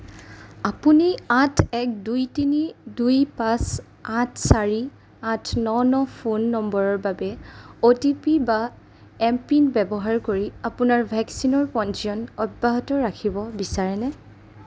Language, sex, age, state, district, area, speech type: Assamese, female, 30-45, Assam, Darrang, rural, read